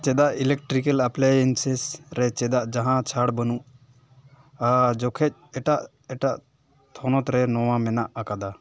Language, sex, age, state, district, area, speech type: Santali, male, 18-30, West Bengal, Dakshin Dinajpur, rural, read